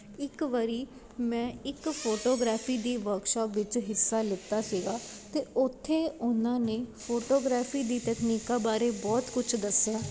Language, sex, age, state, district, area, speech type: Punjabi, female, 18-30, Punjab, Ludhiana, urban, spontaneous